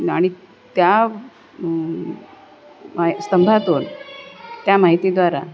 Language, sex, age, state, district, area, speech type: Marathi, female, 45-60, Maharashtra, Nanded, rural, spontaneous